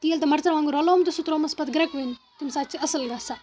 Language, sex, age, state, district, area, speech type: Kashmiri, female, 45-60, Jammu and Kashmir, Baramulla, rural, spontaneous